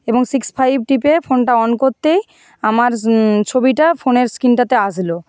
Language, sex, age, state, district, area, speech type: Bengali, female, 45-60, West Bengal, Nadia, rural, spontaneous